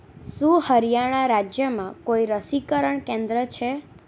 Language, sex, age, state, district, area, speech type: Gujarati, female, 18-30, Gujarat, Anand, urban, read